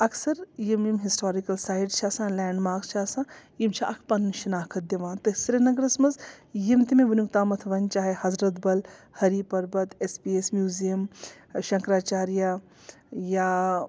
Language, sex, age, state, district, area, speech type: Kashmiri, female, 30-45, Jammu and Kashmir, Srinagar, urban, spontaneous